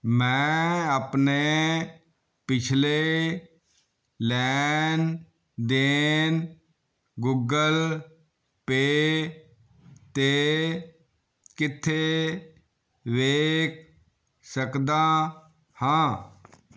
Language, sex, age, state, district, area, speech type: Punjabi, male, 60+, Punjab, Fazilka, rural, read